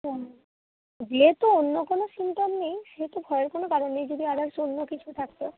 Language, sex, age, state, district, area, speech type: Bengali, female, 30-45, West Bengal, North 24 Parganas, rural, conversation